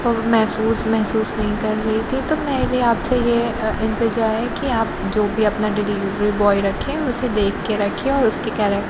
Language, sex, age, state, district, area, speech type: Urdu, female, 30-45, Uttar Pradesh, Aligarh, urban, spontaneous